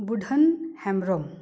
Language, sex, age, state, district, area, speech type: Santali, female, 45-60, Jharkhand, Bokaro, rural, spontaneous